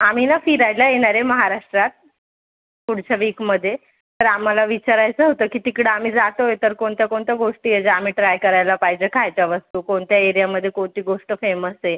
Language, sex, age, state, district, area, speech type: Marathi, female, 18-30, Maharashtra, Thane, urban, conversation